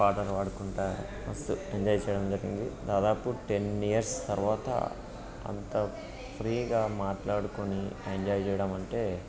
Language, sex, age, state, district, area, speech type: Telugu, male, 30-45, Telangana, Siddipet, rural, spontaneous